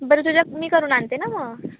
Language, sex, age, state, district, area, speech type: Marathi, female, 18-30, Maharashtra, Nashik, urban, conversation